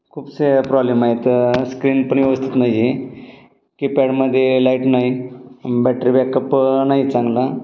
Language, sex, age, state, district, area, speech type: Marathi, male, 30-45, Maharashtra, Pune, urban, spontaneous